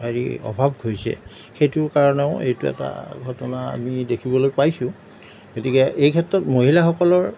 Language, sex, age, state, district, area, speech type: Assamese, male, 60+, Assam, Darrang, rural, spontaneous